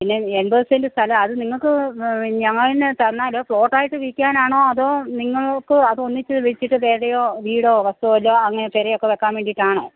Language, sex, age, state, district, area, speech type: Malayalam, female, 45-60, Kerala, Pathanamthitta, rural, conversation